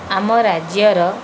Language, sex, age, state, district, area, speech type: Odia, female, 45-60, Odisha, Sundergarh, urban, spontaneous